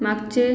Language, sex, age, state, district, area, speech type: Marathi, female, 18-30, Maharashtra, Akola, urban, read